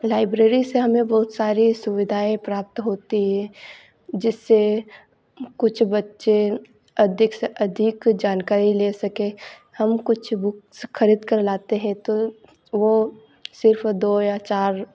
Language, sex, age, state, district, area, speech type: Hindi, female, 18-30, Madhya Pradesh, Ujjain, rural, spontaneous